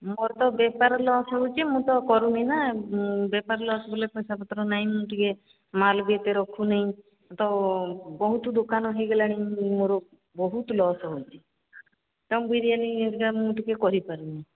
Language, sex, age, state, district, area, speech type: Odia, female, 45-60, Odisha, Sambalpur, rural, conversation